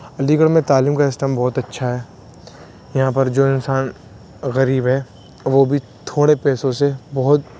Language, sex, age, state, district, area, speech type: Urdu, male, 18-30, Uttar Pradesh, Aligarh, urban, spontaneous